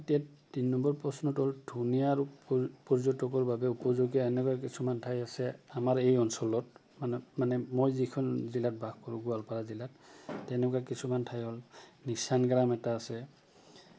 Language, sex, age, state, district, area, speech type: Assamese, male, 45-60, Assam, Goalpara, urban, spontaneous